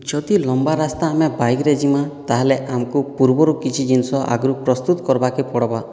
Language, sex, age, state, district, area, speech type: Odia, male, 45-60, Odisha, Boudh, rural, spontaneous